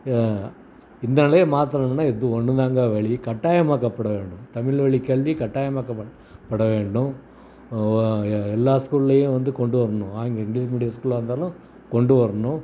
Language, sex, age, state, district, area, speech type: Tamil, male, 60+, Tamil Nadu, Salem, rural, spontaneous